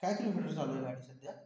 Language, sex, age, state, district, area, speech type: Marathi, male, 18-30, Maharashtra, Washim, rural, spontaneous